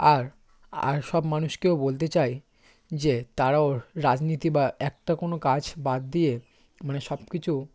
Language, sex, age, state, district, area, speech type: Bengali, male, 18-30, West Bengal, South 24 Parganas, rural, spontaneous